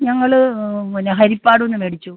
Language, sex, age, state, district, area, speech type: Malayalam, female, 45-60, Kerala, Alappuzha, rural, conversation